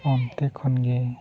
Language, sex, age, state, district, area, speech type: Santali, male, 45-60, Odisha, Mayurbhanj, rural, spontaneous